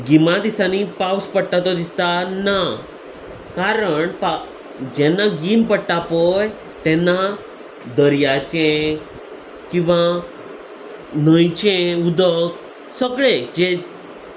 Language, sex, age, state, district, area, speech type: Goan Konkani, male, 30-45, Goa, Salcete, urban, spontaneous